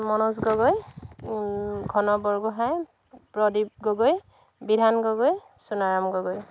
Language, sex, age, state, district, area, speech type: Assamese, female, 30-45, Assam, Dhemaji, urban, spontaneous